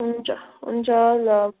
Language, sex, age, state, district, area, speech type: Nepali, female, 18-30, West Bengal, Kalimpong, rural, conversation